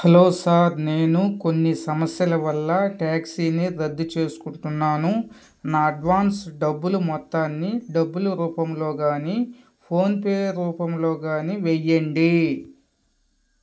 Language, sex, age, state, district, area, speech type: Telugu, male, 30-45, Andhra Pradesh, Kadapa, rural, spontaneous